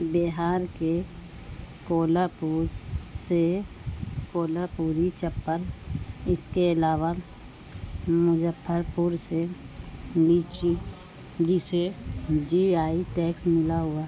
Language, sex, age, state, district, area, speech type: Urdu, female, 45-60, Bihar, Gaya, urban, spontaneous